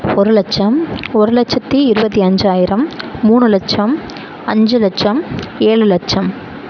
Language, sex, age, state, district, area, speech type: Tamil, female, 18-30, Tamil Nadu, Sivaganga, rural, spontaneous